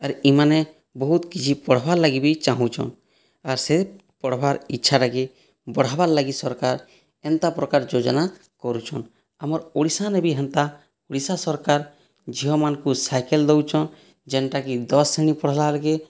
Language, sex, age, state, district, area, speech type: Odia, male, 30-45, Odisha, Boudh, rural, spontaneous